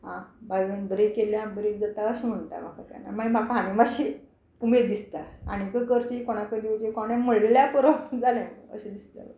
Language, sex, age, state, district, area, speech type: Goan Konkani, female, 60+, Goa, Quepem, rural, spontaneous